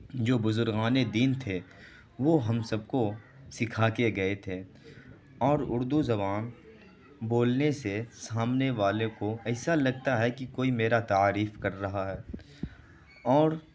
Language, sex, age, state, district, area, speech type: Urdu, male, 18-30, Bihar, Saharsa, rural, spontaneous